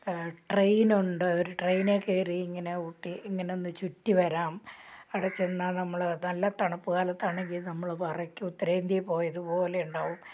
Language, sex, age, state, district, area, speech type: Malayalam, female, 60+, Kerala, Malappuram, rural, spontaneous